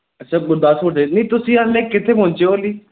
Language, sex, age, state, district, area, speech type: Punjabi, male, 18-30, Punjab, Gurdaspur, rural, conversation